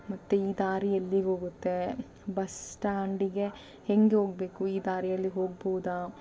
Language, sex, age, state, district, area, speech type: Kannada, female, 30-45, Karnataka, Davanagere, rural, spontaneous